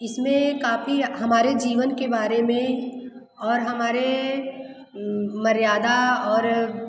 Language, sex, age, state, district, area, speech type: Hindi, female, 30-45, Uttar Pradesh, Mirzapur, rural, spontaneous